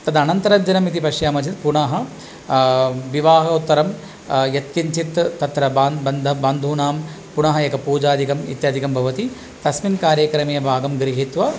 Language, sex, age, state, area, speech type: Sanskrit, male, 45-60, Tamil Nadu, rural, spontaneous